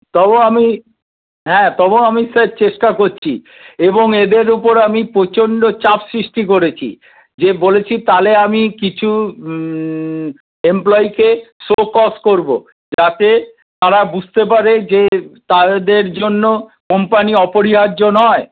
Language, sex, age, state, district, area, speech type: Bengali, male, 60+, West Bengal, Paschim Bardhaman, urban, conversation